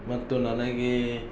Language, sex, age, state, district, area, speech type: Kannada, male, 18-30, Karnataka, Shimoga, rural, spontaneous